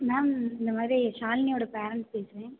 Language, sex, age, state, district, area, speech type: Tamil, female, 18-30, Tamil Nadu, Karur, rural, conversation